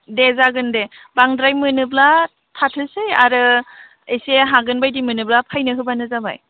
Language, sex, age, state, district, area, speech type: Bodo, female, 18-30, Assam, Udalguri, rural, conversation